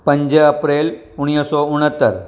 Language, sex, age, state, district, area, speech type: Sindhi, male, 45-60, Maharashtra, Thane, urban, spontaneous